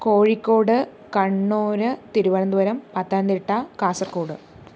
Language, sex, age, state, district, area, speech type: Malayalam, female, 45-60, Kerala, Palakkad, rural, spontaneous